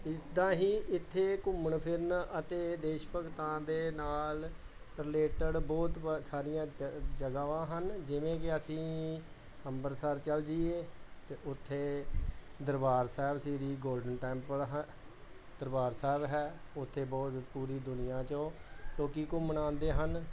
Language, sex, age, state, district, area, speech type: Punjabi, male, 45-60, Punjab, Pathankot, rural, spontaneous